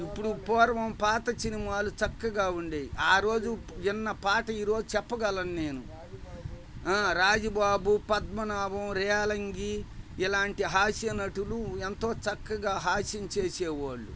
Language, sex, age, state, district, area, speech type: Telugu, male, 60+, Andhra Pradesh, Bapatla, urban, spontaneous